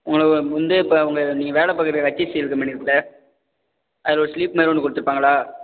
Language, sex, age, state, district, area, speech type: Tamil, male, 18-30, Tamil Nadu, Tiruvarur, rural, conversation